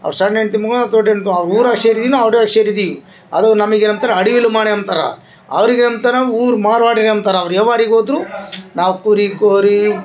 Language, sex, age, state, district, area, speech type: Kannada, male, 45-60, Karnataka, Vijayanagara, rural, spontaneous